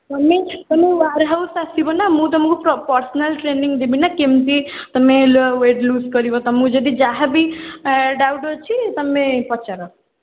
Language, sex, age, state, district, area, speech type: Odia, female, 18-30, Odisha, Puri, urban, conversation